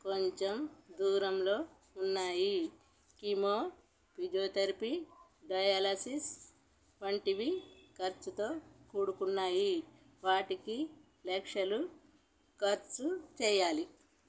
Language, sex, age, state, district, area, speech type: Telugu, female, 45-60, Telangana, Peddapalli, rural, spontaneous